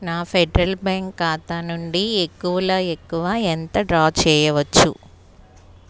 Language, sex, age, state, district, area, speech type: Telugu, female, 30-45, Andhra Pradesh, Anakapalli, urban, read